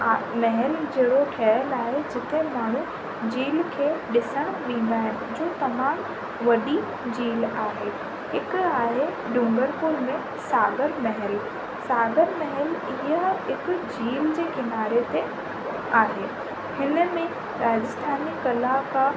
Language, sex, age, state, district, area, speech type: Sindhi, female, 18-30, Rajasthan, Ajmer, urban, spontaneous